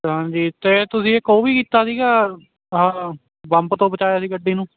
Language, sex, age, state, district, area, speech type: Punjabi, male, 18-30, Punjab, Ludhiana, rural, conversation